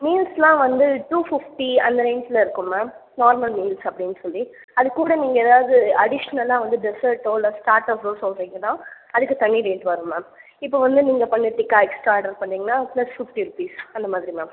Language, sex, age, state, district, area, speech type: Tamil, female, 30-45, Tamil Nadu, Cuddalore, rural, conversation